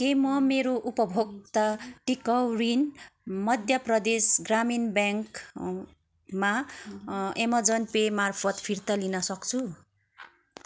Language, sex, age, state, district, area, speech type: Nepali, female, 30-45, West Bengal, Kalimpong, rural, read